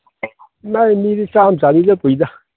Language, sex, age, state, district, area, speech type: Manipuri, male, 60+, Manipur, Imphal East, urban, conversation